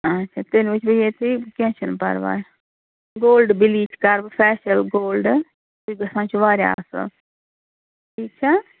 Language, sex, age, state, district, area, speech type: Kashmiri, female, 30-45, Jammu and Kashmir, Srinagar, urban, conversation